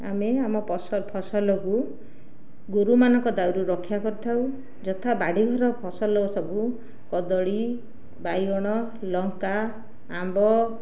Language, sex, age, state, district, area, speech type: Odia, other, 60+, Odisha, Jajpur, rural, spontaneous